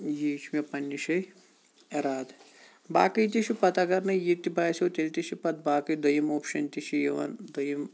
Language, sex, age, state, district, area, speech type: Kashmiri, male, 45-60, Jammu and Kashmir, Shopian, urban, spontaneous